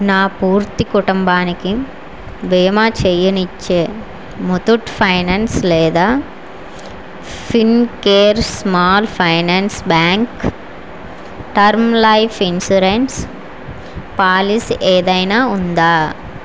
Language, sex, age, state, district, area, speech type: Telugu, female, 30-45, Andhra Pradesh, Vizianagaram, rural, read